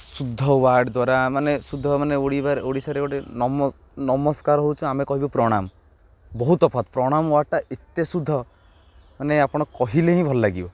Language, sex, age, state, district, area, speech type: Odia, male, 18-30, Odisha, Jagatsinghpur, urban, spontaneous